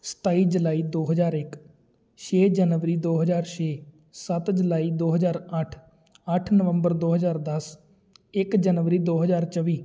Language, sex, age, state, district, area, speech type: Punjabi, male, 18-30, Punjab, Tarn Taran, urban, spontaneous